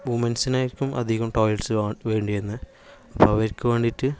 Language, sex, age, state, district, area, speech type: Malayalam, male, 18-30, Kerala, Kasaragod, urban, spontaneous